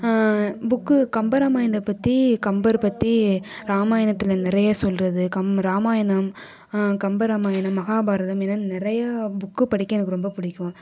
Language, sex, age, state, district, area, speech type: Tamil, female, 18-30, Tamil Nadu, Sivaganga, rural, spontaneous